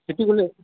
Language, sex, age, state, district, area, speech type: Tamil, male, 30-45, Tamil Nadu, Madurai, urban, conversation